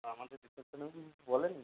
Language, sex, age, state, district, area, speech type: Bengali, male, 30-45, West Bengal, South 24 Parganas, rural, conversation